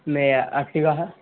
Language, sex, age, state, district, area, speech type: Urdu, male, 18-30, Bihar, Saharsa, rural, conversation